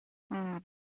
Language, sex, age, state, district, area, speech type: Manipuri, female, 18-30, Manipur, Kangpokpi, urban, conversation